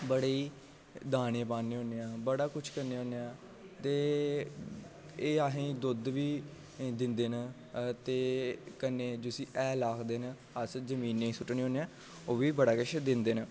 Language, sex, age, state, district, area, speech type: Dogri, male, 18-30, Jammu and Kashmir, Jammu, urban, spontaneous